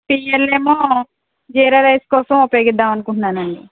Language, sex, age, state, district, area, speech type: Telugu, female, 18-30, Andhra Pradesh, Konaseema, rural, conversation